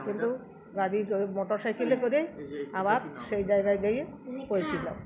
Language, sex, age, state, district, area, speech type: Bengali, female, 45-60, West Bengal, Uttar Dinajpur, rural, spontaneous